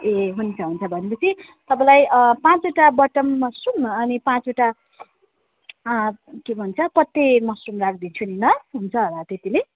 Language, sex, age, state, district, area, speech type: Nepali, female, 30-45, West Bengal, Jalpaiguri, urban, conversation